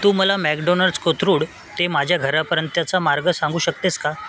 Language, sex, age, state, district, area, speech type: Marathi, male, 30-45, Maharashtra, Mumbai Suburban, urban, read